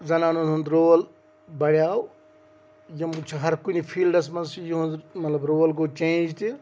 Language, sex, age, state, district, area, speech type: Kashmiri, male, 45-60, Jammu and Kashmir, Ganderbal, rural, spontaneous